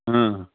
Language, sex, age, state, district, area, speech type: Assamese, male, 45-60, Assam, Charaideo, rural, conversation